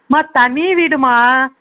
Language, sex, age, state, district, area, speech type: Tamil, female, 18-30, Tamil Nadu, Vellore, urban, conversation